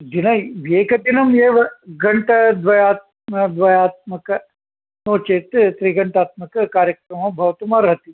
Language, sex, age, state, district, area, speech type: Sanskrit, male, 60+, Karnataka, Mysore, urban, conversation